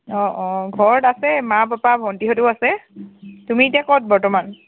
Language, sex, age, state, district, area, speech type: Assamese, female, 30-45, Assam, Tinsukia, urban, conversation